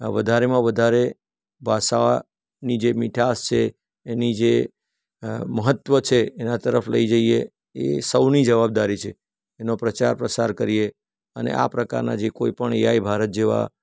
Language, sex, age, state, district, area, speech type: Gujarati, male, 45-60, Gujarat, Surat, rural, spontaneous